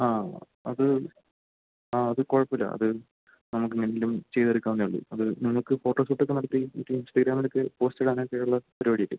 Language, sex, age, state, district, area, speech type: Malayalam, male, 18-30, Kerala, Idukki, rural, conversation